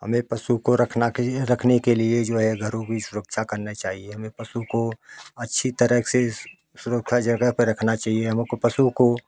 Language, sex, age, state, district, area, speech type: Hindi, male, 45-60, Uttar Pradesh, Jaunpur, rural, spontaneous